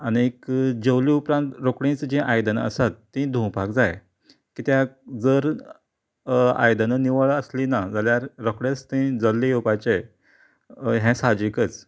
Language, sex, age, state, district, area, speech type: Goan Konkani, male, 45-60, Goa, Canacona, rural, spontaneous